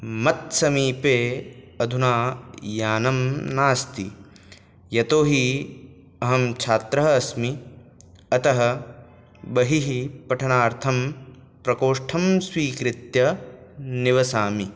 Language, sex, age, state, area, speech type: Sanskrit, male, 18-30, Rajasthan, urban, spontaneous